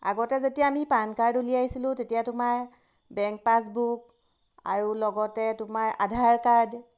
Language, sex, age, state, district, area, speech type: Assamese, female, 30-45, Assam, Golaghat, urban, spontaneous